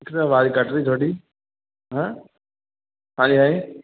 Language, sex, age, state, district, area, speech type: Punjabi, male, 30-45, Punjab, Mohali, urban, conversation